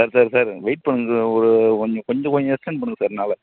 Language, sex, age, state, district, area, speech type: Tamil, male, 30-45, Tamil Nadu, Chengalpattu, rural, conversation